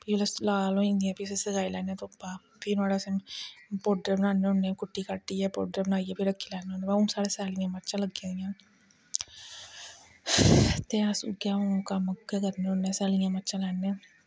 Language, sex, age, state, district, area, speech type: Dogri, female, 60+, Jammu and Kashmir, Reasi, rural, spontaneous